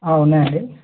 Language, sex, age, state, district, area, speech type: Telugu, male, 18-30, Telangana, Nagarkurnool, urban, conversation